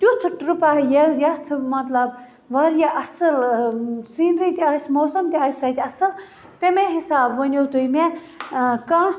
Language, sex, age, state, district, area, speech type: Kashmiri, female, 30-45, Jammu and Kashmir, Baramulla, rural, spontaneous